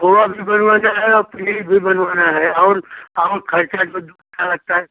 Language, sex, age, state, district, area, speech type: Hindi, male, 60+, Uttar Pradesh, Ghazipur, rural, conversation